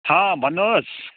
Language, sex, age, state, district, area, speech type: Nepali, male, 30-45, West Bengal, Darjeeling, rural, conversation